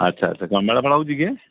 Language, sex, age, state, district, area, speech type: Odia, male, 60+, Odisha, Gajapati, rural, conversation